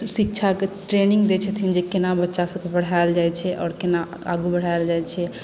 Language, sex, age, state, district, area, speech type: Maithili, female, 18-30, Bihar, Madhubani, rural, spontaneous